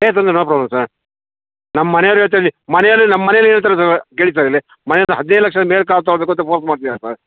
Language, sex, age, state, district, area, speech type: Kannada, male, 60+, Karnataka, Bangalore Rural, rural, conversation